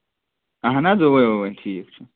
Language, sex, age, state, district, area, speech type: Kashmiri, male, 18-30, Jammu and Kashmir, Anantnag, rural, conversation